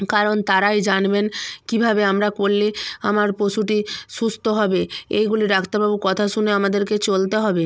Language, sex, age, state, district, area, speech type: Bengali, female, 45-60, West Bengal, Purba Medinipur, rural, spontaneous